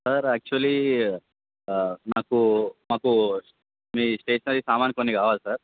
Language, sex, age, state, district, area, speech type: Telugu, male, 18-30, Telangana, Nalgonda, urban, conversation